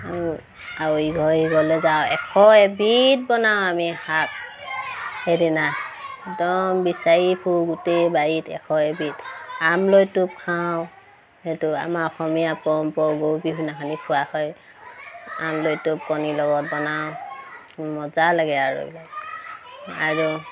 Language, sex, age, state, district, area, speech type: Assamese, female, 30-45, Assam, Tinsukia, urban, spontaneous